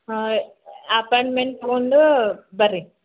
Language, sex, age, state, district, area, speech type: Kannada, female, 60+, Karnataka, Belgaum, urban, conversation